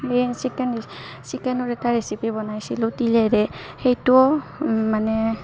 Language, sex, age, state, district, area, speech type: Assamese, female, 18-30, Assam, Barpeta, rural, spontaneous